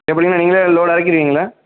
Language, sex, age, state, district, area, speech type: Tamil, male, 18-30, Tamil Nadu, Erode, rural, conversation